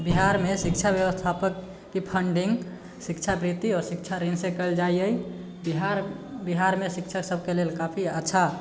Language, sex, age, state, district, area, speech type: Maithili, male, 18-30, Bihar, Sitamarhi, urban, spontaneous